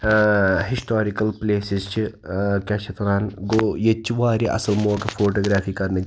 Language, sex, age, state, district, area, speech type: Kashmiri, male, 30-45, Jammu and Kashmir, Pulwama, urban, spontaneous